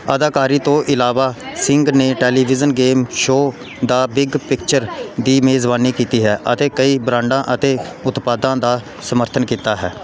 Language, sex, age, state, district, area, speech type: Punjabi, male, 30-45, Punjab, Pathankot, rural, read